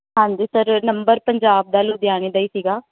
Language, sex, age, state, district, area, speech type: Punjabi, female, 30-45, Punjab, Ludhiana, rural, conversation